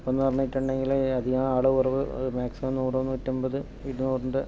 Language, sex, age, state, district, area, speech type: Malayalam, male, 45-60, Kerala, Kasaragod, rural, spontaneous